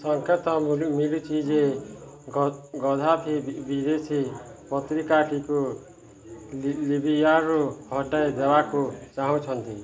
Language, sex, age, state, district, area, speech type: Odia, male, 30-45, Odisha, Balangir, urban, read